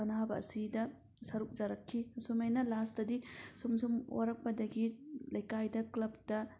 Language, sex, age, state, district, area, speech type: Manipuri, female, 30-45, Manipur, Thoubal, rural, spontaneous